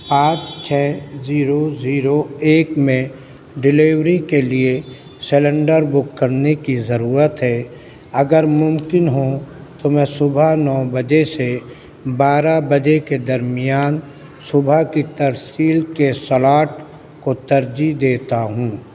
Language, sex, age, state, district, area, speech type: Urdu, male, 60+, Delhi, Central Delhi, urban, read